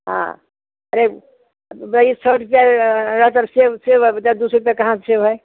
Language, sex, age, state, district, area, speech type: Hindi, female, 60+, Uttar Pradesh, Ghazipur, rural, conversation